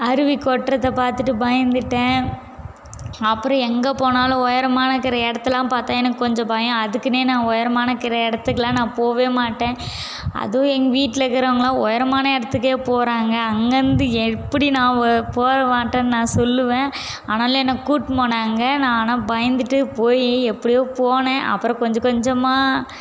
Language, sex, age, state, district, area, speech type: Tamil, female, 18-30, Tamil Nadu, Tiruvannamalai, urban, spontaneous